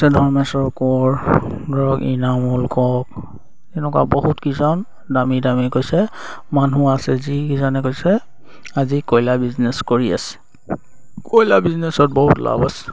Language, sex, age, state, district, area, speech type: Assamese, male, 18-30, Assam, Charaideo, rural, spontaneous